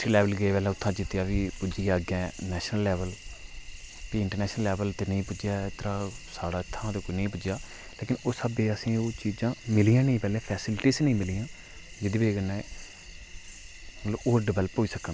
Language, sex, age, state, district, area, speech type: Dogri, male, 30-45, Jammu and Kashmir, Udhampur, rural, spontaneous